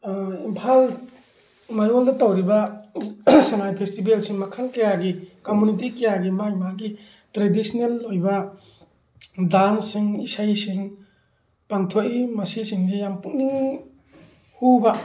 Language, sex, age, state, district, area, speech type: Manipuri, male, 45-60, Manipur, Thoubal, rural, spontaneous